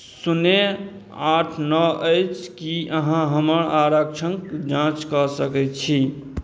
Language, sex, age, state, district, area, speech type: Maithili, male, 30-45, Bihar, Madhubani, rural, read